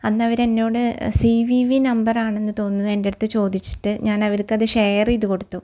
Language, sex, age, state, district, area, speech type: Malayalam, female, 45-60, Kerala, Ernakulam, rural, spontaneous